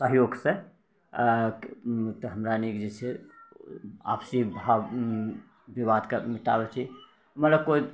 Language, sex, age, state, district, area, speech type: Maithili, male, 60+, Bihar, Purnia, urban, spontaneous